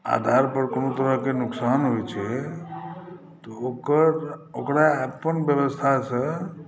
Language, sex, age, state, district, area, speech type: Maithili, male, 60+, Bihar, Saharsa, urban, spontaneous